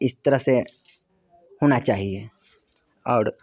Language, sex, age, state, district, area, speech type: Hindi, male, 30-45, Bihar, Muzaffarpur, urban, spontaneous